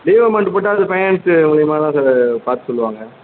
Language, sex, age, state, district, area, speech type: Tamil, male, 18-30, Tamil Nadu, Madurai, rural, conversation